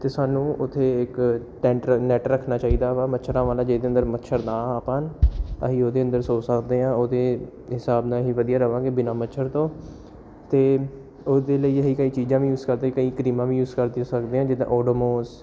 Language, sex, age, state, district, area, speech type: Punjabi, male, 18-30, Punjab, Jalandhar, urban, spontaneous